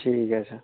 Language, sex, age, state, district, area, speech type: Bengali, male, 45-60, West Bengal, Nadia, rural, conversation